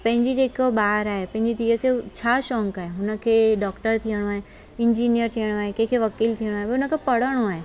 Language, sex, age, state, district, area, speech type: Sindhi, female, 30-45, Gujarat, Surat, urban, spontaneous